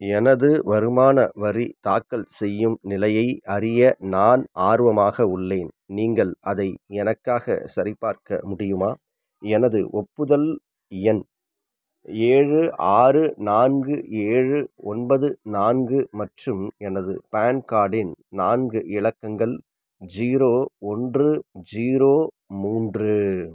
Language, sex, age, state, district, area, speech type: Tamil, male, 30-45, Tamil Nadu, Salem, rural, read